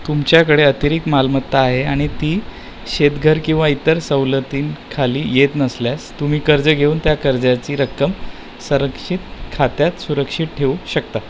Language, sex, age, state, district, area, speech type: Marathi, male, 30-45, Maharashtra, Nagpur, urban, read